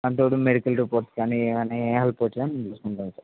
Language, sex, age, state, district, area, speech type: Telugu, male, 30-45, Andhra Pradesh, Kakinada, urban, conversation